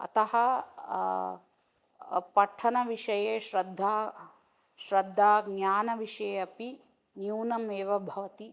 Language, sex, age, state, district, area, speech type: Sanskrit, female, 45-60, Tamil Nadu, Thanjavur, urban, spontaneous